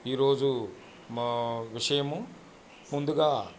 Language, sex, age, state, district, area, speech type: Telugu, male, 45-60, Andhra Pradesh, Bapatla, urban, spontaneous